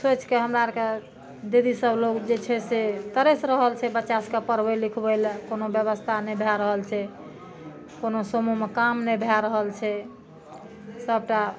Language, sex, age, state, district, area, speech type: Maithili, female, 60+, Bihar, Madhepura, rural, spontaneous